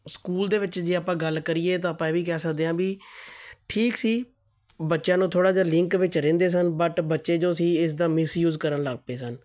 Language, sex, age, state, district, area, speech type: Punjabi, male, 30-45, Punjab, Tarn Taran, urban, spontaneous